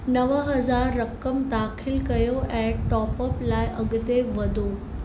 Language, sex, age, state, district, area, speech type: Sindhi, female, 45-60, Maharashtra, Mumbai Suburban, urban, read